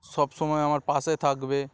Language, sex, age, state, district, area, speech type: Bengali, male, 18-30, West Bengal, Dakshin Dinajpur, urban, spontaneous